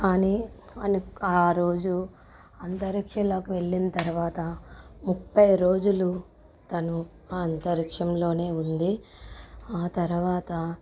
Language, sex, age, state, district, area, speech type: Telugu, female, 45-60, Telangana, Mancherial, rural, spontaneous